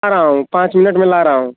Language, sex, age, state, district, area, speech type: Hindi, male, 18-30, Uttar Pradesh, Azamgarh, rural, conversation